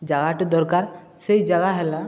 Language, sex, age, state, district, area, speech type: Odia, male, 18-30, Odisha, Subarnapur, urban, spontaneous